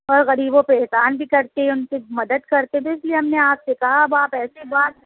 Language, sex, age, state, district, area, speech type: Urdu, female, 45-60, Uttar Pradesh, Lucknow, rural, conversation